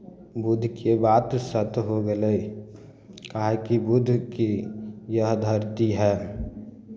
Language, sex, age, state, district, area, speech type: Maithili, male, 18-30, Bihar, Samastipur, rural, spontaneous